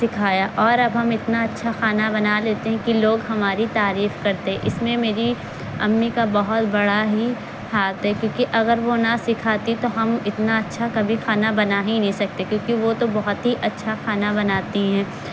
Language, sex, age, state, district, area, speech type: Urdu, female, 30-45, Uttar Pradesh, Lucknow, rural, spontaneous